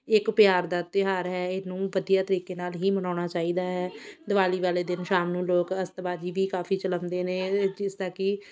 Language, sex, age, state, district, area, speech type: Punjabi, female, 30-45, Punjab, Shaheed Bhagat Singh Nagar, rural, spontaneous